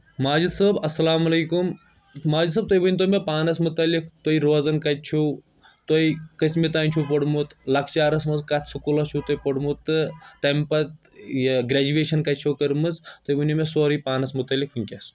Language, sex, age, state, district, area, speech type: Kashmiri, male, 18-30, Jammu and Kashmir, Kulgam, rural, spontaneous